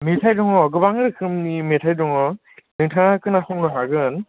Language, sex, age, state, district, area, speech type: Bodo, male, 30-45, Assam, Baksa, urban, conversation